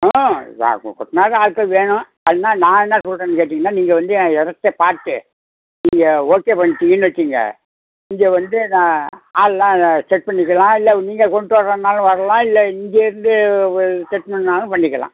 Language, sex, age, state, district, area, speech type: Tamil, male, 60+, Tamil Nadu, Tiruvarur, rural, conversation